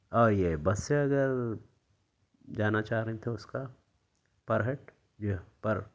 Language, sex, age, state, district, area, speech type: Urdu, male, 30-45, Telangana, Hyderabad, urban, spontaneous